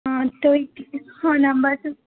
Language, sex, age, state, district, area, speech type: Assamese, female, 18-30, Assam, Udalguri, rural, conversation